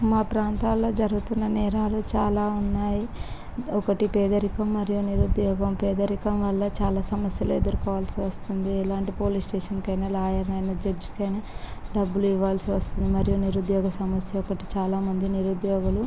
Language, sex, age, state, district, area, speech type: Telugu, female, 18-30, Andhra Pradesh, Visakhapatnam, urban, spontaneous